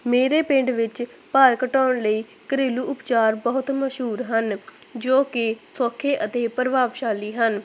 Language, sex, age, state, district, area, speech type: Punjabi, female, 18-30, Punjab, Hoshiarpur, rural, spontaneous